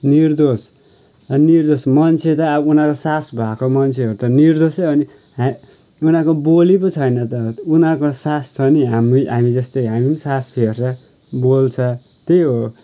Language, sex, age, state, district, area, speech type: Nepali, male, 30-45, West Bengal, Kalimpong, rural, spontaneous